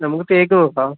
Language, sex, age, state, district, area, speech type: Malayalam, male, 30-45, Kerala, Palakkad, rural, conversation